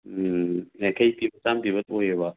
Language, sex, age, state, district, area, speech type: Manipuri, male, 45-60, Manipur, Imphal East, rural, conversation